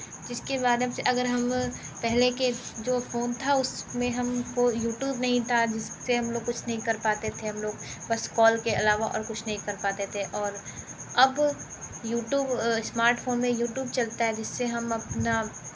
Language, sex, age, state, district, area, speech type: Hindi, female, 30-45, Uttar Pradesh, Sonbhadra, rural, spontaneous